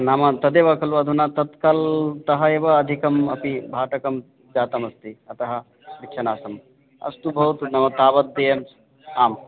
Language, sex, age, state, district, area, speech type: Sanskrit, male, 30-45, West Bengal, Murshidabad, urban, conversation